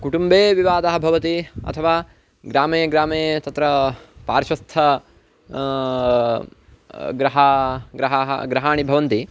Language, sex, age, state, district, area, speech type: Sanskrit, male, 18-30, Karnataka, Uttara Kannada, rural, spontaneous